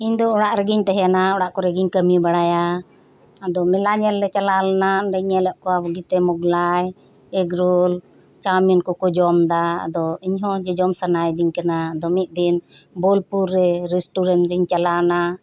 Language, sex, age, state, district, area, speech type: Santali, female, 45-60, West Bengal, Birbhum, rural, spontaneous